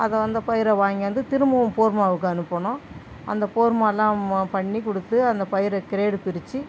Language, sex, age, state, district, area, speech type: Tamil, female, 45-60, Tamil Nadu, Cuddalore, rural, spontaneous